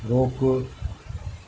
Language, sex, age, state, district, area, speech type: Sindhi, male, 60+, Maharashtra, Thane, urban, read